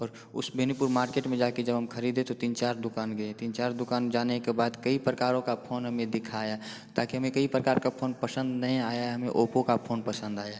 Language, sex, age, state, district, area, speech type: Hindi, male, 18-30, Bihar, Darbhanga, rural, spontaneous